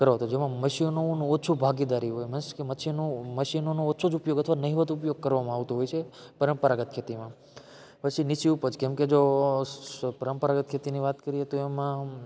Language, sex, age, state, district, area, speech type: Gujarati, male, 30-45, Gujarat, Rajkot, rural, spontaneous